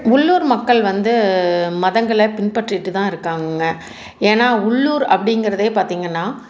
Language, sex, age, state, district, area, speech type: Tamil, female, 45-60, Tamil Nadu, Salem, urban, spontaneous